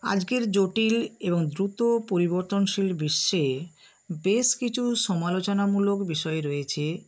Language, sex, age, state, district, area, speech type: Bengali, female, 60+, West Bengal, Nadia, rural, spontaneous